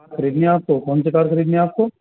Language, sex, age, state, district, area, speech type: Urdu, male, 30-45, Uttar Pradesh, Muzaffarnagar, urban, conversation